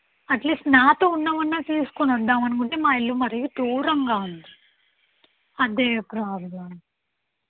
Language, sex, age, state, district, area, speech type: Telugu, female, 30-45, Andhra Pradesh, N T Rama Rao, urban, conversation